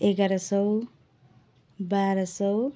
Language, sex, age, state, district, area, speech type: Nepali, female, 45-60, West Bengal, Jalpaiguri, urban, spontaneous